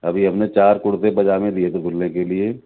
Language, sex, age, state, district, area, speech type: Urdu, male, 60+, Delhi, South Delhi, urban, conversation